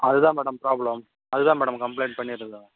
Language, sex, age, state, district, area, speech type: Tamil, male, 18-30, Tamil Nadu, Ranipet, urban, conversation